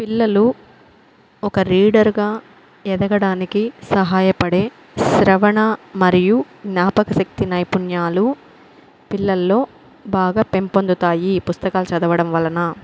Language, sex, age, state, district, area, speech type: Telugu, female, 30-45, Andhra Pradesh, Kadapa, rural, spontaneous